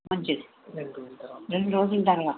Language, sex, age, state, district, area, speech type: Telugu, female, 60+, Telangana, Hyderabad, urban, conversation